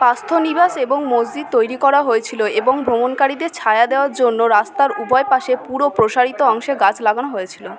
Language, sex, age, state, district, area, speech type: Bengali, female, 30-45, West Bengal, Purba Bardhaman, urban, read